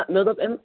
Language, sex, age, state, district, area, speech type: Kashmiri, male, 18-30, Jammu and Kashmir, Srinagar, urban, conversation